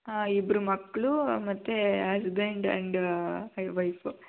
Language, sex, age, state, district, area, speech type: Kannada, female, 18-30, Karnataka, Tumkur, rural, conversation